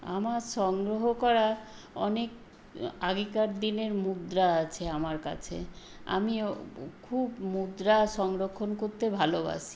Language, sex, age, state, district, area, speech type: Bengali, female, 60+, West Bengal, Nadia, rural, spontaneous